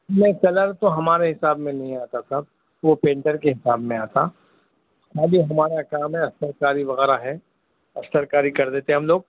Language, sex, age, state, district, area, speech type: Urdu, male, 30-45, Telangana, Hyderabad, urban, conversation